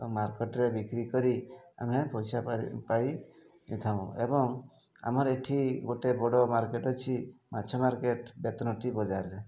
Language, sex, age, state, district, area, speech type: Odia, male, 45-60, Odisha, Mayurbhanj, rural, spontaneous